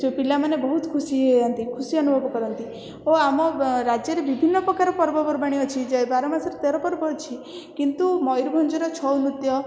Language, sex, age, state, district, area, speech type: Odia, female, 18-30, Odisha, Puri, urban, spontaneous